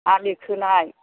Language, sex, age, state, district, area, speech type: Bodo, female, 60+, Assam, Kokrajhar, rural, conversation